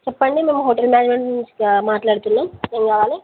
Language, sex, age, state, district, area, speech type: Telugu, female, 18-30, Telangana, Wanaparthy, urban, conversation